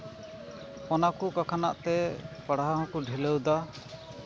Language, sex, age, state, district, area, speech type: Santali, male, 30-45, West Bengal, Malda, rural, spontaneous